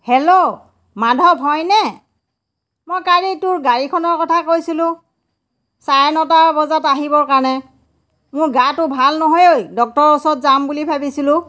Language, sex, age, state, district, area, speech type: Assamese, female, 60+, Assam, Golaghat, urban, spontaneous